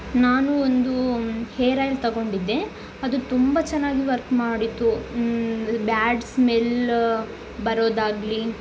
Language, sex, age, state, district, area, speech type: Kannada, female, 18-30, Karnataka, Tumkur, rural, spontaneous